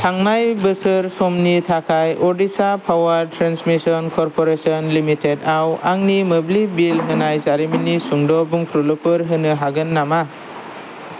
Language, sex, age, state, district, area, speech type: Bodo, male, 18-30, Assam, Kokrajhar, urban, read